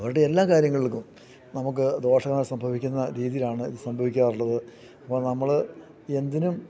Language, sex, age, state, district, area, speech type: Malayalam, male, 60+, Kerala, Idukki, rural, spontaneous